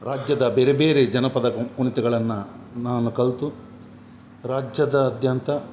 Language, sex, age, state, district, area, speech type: Kannada, male, 45-60, Karnataka, Udupi, rural, spontaneous